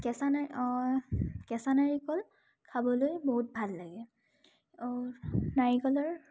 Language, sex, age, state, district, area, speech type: Assamese, female, 18-30, Assam, Tinsukia, rural, spontaneous